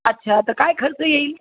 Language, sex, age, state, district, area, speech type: Marathi, female, 45-60, Maharashtra, Jalna, urban, conversation